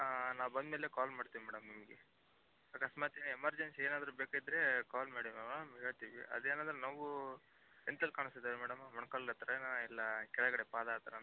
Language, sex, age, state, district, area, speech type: Kannada, male, 18-30, Karnataka, Koppal, urban, conversation